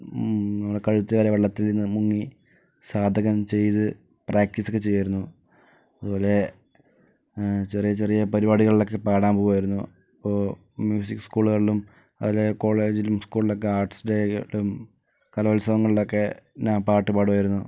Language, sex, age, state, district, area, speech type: Malayalam, male, 60+, Kerala, Palakkad, urban, spontaneous